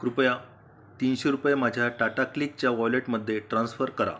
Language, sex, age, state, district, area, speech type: Marathi, male, 45-60, Maharashtra, Buldhana, rural, read